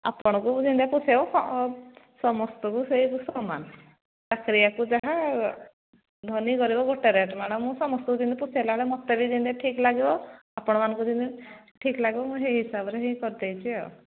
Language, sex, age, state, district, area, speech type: Odia, female, 45-60, Odisha, Angul, rural, conversation